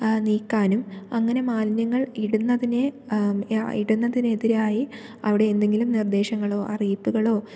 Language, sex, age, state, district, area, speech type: Malayalam, female, 18-30, Kerala, Thiruvananthapuram, rural, spontaneous